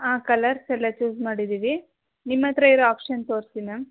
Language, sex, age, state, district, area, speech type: Kannada, female, 30-45, Karnataka, Hassan, rural, conversation